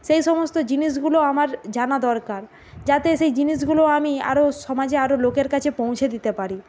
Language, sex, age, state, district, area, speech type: Bengali, female, 45-60, West Bengal, Bankura, urban, spontaneous